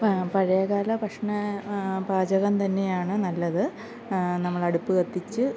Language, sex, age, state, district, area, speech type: Malayalam, female, 30-45, Kerala, Alappuzha, rural, spontaneous